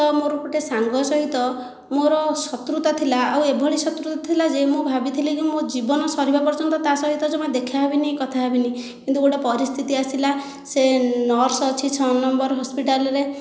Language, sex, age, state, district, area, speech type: Odia, female, 30-45, Odisha, Khordha, rural, spontaneous